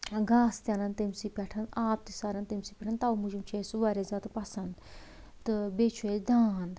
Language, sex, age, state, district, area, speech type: Kashmiri, female, 30-45, Jammu and Kashmir, Anantnag, rural, spontaneous